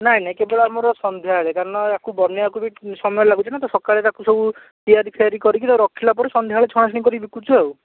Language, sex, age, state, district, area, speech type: Odia, male, 30-45, Odisha, Bhadrak, rural, conversation